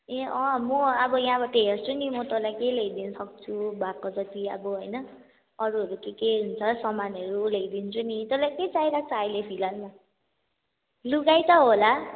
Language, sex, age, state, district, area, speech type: Nepali, female, 18-30, West Bengal, Kalimpong, rural, conversation